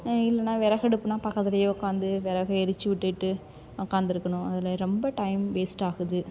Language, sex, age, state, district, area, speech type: Tamil, female, 18-30, Tamil Nadu, Thanjavur, rural, spontaneous